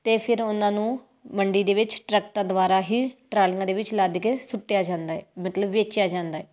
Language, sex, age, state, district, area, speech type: Punjabi, female, 30-45, Punjab, Tarn Taran, rural, spontaneous